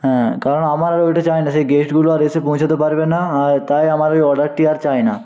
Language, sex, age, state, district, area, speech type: Bengali, male, 45-60, West Bengal, Jhargram, rural, spontaneous